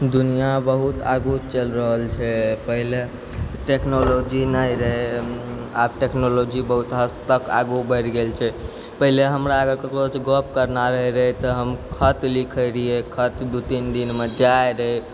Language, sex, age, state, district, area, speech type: Maithili, female, 30-45, Bihar, Purnia, urban, spontaneous